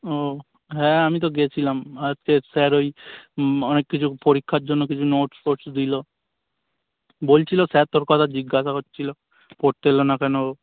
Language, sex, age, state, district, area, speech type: Bengali, male, 18-30, West Bengal, Dakshin Dinajpur, urban, conversation